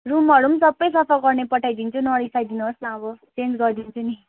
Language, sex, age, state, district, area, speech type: Nepali, female, 18-30, West Bengal, Kalimpong, rural, conversation